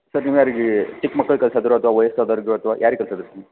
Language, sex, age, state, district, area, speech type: Kannada, male, 30-45, Karnataka, Belgaum, rural, conversation